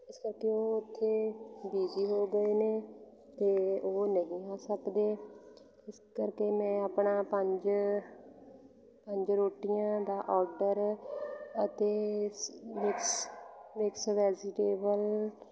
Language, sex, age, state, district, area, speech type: Punjabi, female, 18-30, Punjab, Fatehgarh Sahib, rural, spontaneous